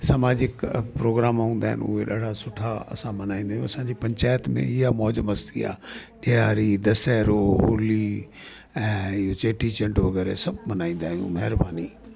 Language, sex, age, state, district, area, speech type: Sindhi, male, 60+, Delhi, South Delhi, urban, spontaneous